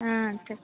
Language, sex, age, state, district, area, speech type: Kannada, female, 18-30, Karnataka, Dharwad, rural, conversation